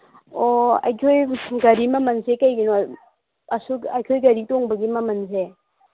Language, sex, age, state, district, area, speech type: Manipuri, female, 30-45, Manipur, Churachandpur, urban, conversation